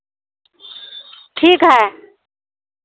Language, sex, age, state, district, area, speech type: Hindi, female, 60+, Bihar, Vaishali, rural, conversation